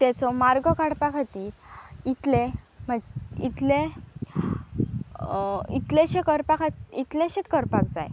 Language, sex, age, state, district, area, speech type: Goan Konkani, female, 18-30, Goa, Pernem, rural, spontaneous